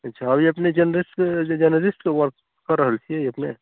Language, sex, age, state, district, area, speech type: Maithili, male, 45-60, Bihar, Sitamarhi, rural, conversation